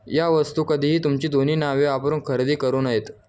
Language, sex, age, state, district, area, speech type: Marathi, male, 18-30, Maharashtra, Jalna, urban, read